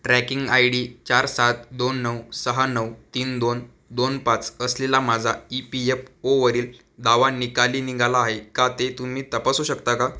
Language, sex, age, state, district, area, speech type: Marathi, male, 18-30, Maharashtra, Aurangabad, rural, read